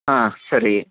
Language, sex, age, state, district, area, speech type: Kannada, male, 30-45, Karnataka, Chitradurga, urban, conversation